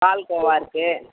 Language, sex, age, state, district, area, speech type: Tamil, female, 60+, Tamil Nadu, Kallakurichi, rural, conversation